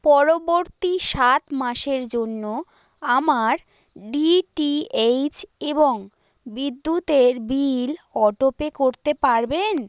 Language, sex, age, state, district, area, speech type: Bengali, female, 30-45, West Bengal, South 24 Parganas, rural, read